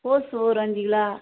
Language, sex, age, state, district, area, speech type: Tamil, female, 45-60, Tamil Nadu, Tiruvannamalai, rural, conversation